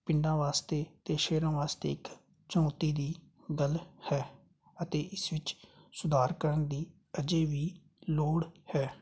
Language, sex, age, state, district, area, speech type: Punjabi, male, 30-45, Punjab, Fazilka, rural, spontaneous